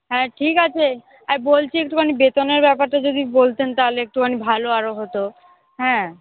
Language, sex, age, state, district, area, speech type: Bengali, female, 18-30, West Bengal, Hooghly, urban, conversation